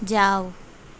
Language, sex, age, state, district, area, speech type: Gujarati, female, 18-30, Gujarat, Ahmedabad, urban, read